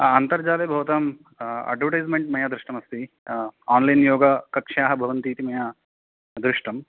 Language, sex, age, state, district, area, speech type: Sanskrit, male, 18-30, Karnataka, Uttara Kannada, urban, conversation